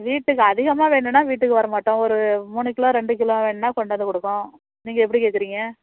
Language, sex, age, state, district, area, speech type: Tamil, female, 30-45, Tamil Nadu, Nagapattinam, urban, conversation